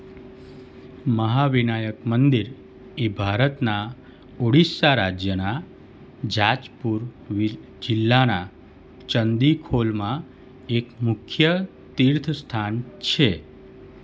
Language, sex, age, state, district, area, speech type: Gujarati, male, 45-60, Gujarat, Surat, rural, read